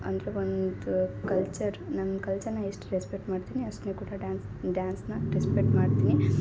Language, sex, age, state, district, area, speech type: Kannada, female, 18-30, Karnataka, Chikkaballapur, urban, spontaneous